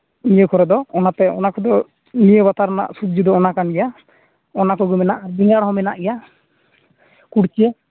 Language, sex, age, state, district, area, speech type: Santali, male, 18-30, West Bengal, Uttar Dinajpur, rural, conversation